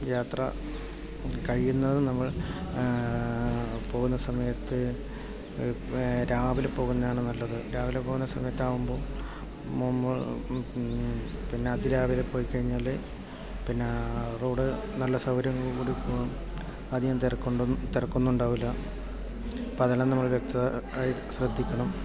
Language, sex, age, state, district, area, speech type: Malayalam, male, 45-60, Kerala, Kasaragod, rural, spontaneous